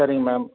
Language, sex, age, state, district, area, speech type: Tamil, male, 30-45, Tamil Nadu, Salem, rural, conversation